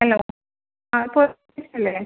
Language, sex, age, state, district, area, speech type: Malayalam, female, 45-60, Kerala, Ernakulam, urban, conversation